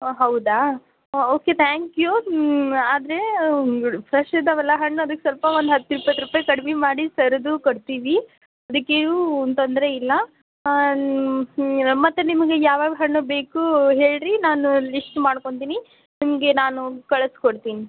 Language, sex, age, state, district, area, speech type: Kannada, female, 18-30, Karnataka, Gadag, rural, conversation